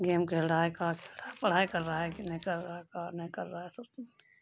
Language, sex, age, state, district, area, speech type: Urdu, female, 30-45, Bihar, Khagaria, rural, spontaneous